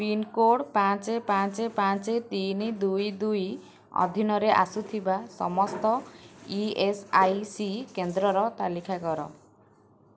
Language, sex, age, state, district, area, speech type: Odia, female, 18-30, Odisha, Kendrapara, urban, read